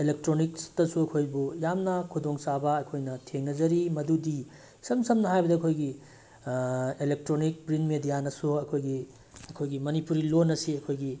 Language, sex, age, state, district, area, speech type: Manipuri, male, 18-30, Manipur, Bishnupur, rural, spontaneous